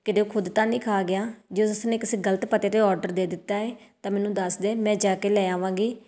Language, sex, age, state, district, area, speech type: Punjabi, female, 30-45, Punjab, Tarn Taran, rural, spontaneous